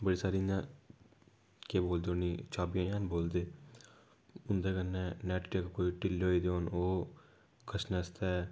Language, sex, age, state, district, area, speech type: Dogri, male, 30-45, Jammu and Kashmir, Udhampur, rural, spontaneous